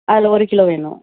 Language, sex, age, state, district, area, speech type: Tamil, female, 30-45, Tamil Nadu, Nagapattinam, rural, conversation